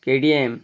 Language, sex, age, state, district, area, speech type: Bengali, male, 18-30, West Bengal, Uttar Dinajpur, urban, spontaneous